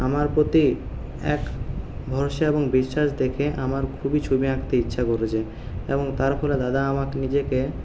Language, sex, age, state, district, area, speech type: Bengali, male, 30-45, West Bengal, Purulia, urban, spontaneous